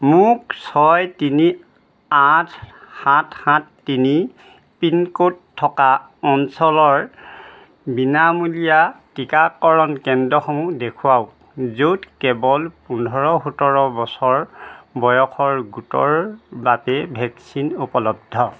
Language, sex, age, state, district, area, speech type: Assamese, male, 60+, Assam, Dhemaji, rural, read